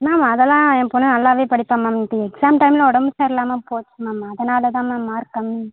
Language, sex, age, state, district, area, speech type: Tamil, female, 45-60, Tamil Nadu, Tiruchirappalli, rural, conversation